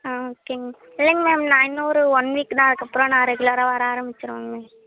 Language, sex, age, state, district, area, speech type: Tamil, female, 18-30, Tamil Nadu, Kallakurichi, rural, conversation